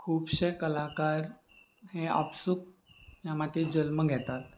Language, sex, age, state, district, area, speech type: Goan Konkani, male, 18-30, Goa, Ponda, rural, spontaneous